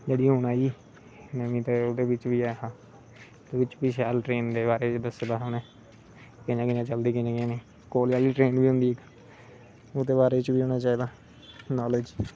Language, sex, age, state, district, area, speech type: Dogri, male, 18-30, Jammu and Kashmir, Samba, urban, spontaneous